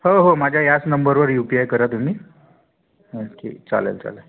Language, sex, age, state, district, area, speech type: Marathi, male, 18-30, Maharashtra, Wardha, urban, conversation